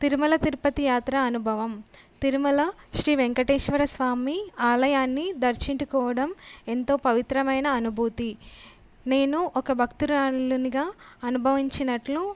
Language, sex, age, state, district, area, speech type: Telugu, female, 18-30, Telangana, Jangaon, urban, spontaneous